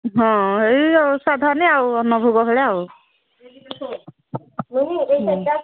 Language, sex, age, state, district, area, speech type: Odia, female, 60+, Odisha, Angul, rural, conversation